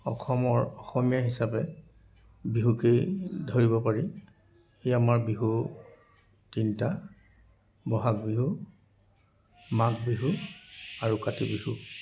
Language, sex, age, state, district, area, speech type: Assamese, male, 60+, Assam, Dibrugarh, urban, spontaneous